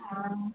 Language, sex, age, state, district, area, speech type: Hindi, female, 45-60, Uttar Pradesh, Azamgarh, rural, conversation